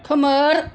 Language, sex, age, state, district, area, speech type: Bodo, female, 60+, Assam, Kokrajhar, rural, read